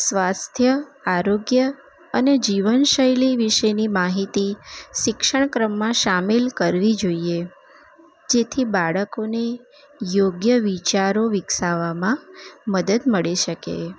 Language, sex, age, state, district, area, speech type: Gujarati, female, 30-45, Gujarat, Kheda, urban, spontaneous